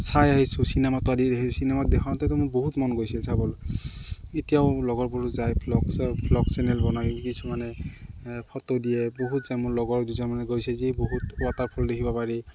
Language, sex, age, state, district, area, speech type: Assamese, male, 30-45, Assam, Morigaon, rural, spontaneous